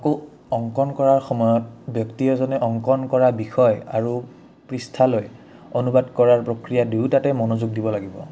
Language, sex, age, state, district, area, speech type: Assamese, male, 18-30, Assam, Udalguri, rural, spontaneous